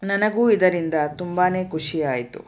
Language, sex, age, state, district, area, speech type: Kannada, female, 30-45, Karnataka, Davanagere, urban, spontaneous